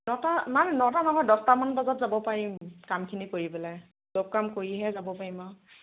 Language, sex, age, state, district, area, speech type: Assamese, female, 18-30, Assam, Nagaon, rural, conversation